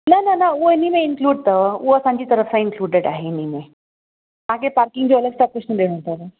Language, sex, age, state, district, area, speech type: Sindhi, female, 30-45, Uttar Pradesh, Lucknow, urban, conversation